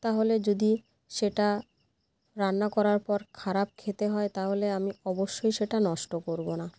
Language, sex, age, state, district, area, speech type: Bengali, female, 30-45, West Bengal, North 24 Parganas, rural, spontaneous